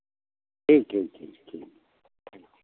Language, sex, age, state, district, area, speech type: Hindi, male, 60+, Uttar Pradesh, Lucknow, rural, conversation